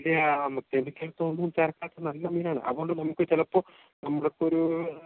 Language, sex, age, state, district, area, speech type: Malayalam, male, 45-60, Kerala, Kottayam, rural, conversation